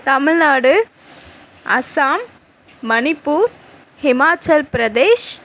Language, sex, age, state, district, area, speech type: Tamil, female, 60+, Tamil Nadu, Mayiladuthurai, rural, spontaneous